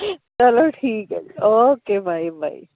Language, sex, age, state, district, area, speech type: Punjabi, female, 30-45, Punjab, Kapurthala, urban, conversation